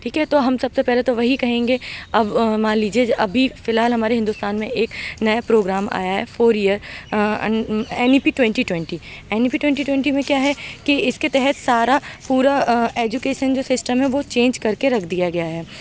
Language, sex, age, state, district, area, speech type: Urdu, female, 30-45, Uttar Pradesh, Aligarh, urban, spontaneous